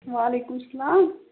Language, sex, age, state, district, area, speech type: Kashmiri, female, 30-45, Jammu and Kashmir, Pulwama, urban, conversation